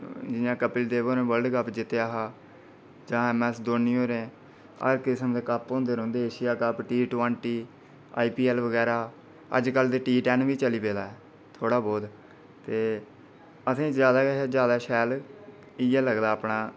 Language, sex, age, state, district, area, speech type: Dogri, male, 30-45, Jammu and Kashmir, Reasi, rural, spontaneous